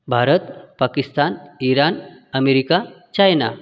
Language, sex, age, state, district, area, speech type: Marathi, male, 45-60, Maharashtra, Buldhana, rural, spontaneous